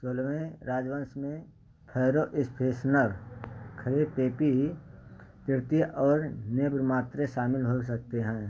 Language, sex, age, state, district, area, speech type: Hindi, male, 60+, Uttar Pradesh, Ayodhya, urban, read